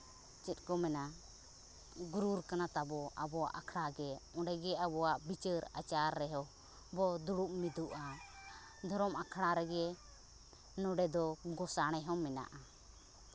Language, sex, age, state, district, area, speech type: Santali, female, 30-45, Jharkhand, Seraikela Kharsawan, rural, spontaneous